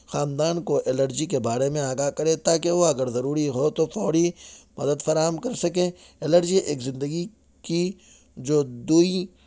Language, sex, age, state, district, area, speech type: Urdu, male, 18-30, Telangana, Hyderabad, urban, spontaneous